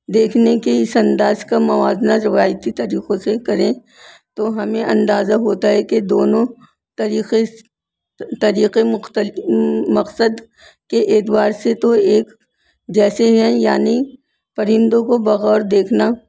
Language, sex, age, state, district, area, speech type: Urdu, female, 60+, Delhi, North East Delhi, urban, spontaneous